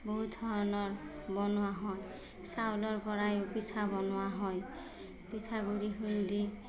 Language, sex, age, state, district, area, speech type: Assamese, female, 45-60, Assam, Darrang, rural, spontaneous